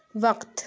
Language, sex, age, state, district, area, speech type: Urdu, female, 18-30, Uttar Pradesh, Lucknow, rural, read